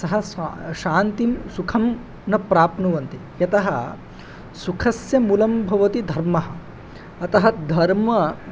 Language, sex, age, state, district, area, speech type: Sanskrit, male, 18-30, Odisha, Angul, rural, spontaneous